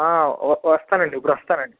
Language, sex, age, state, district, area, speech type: Telugu, male, 45-60, Andhra Pradesh, East Godavari, urban, conversation